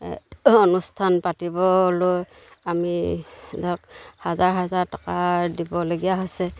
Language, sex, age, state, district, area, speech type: Assamese, female, 30-45, Assam, Charaideo, rural, spontaneous